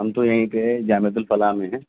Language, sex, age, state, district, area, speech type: Urdu, male, 18-30, Uttar Pradesh, Azamgarh, rural, conversation